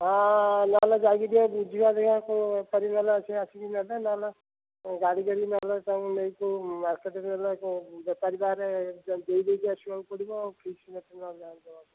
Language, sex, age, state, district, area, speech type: Odia, male, 45-60, Odisha, Dhenkanal, rural, conversation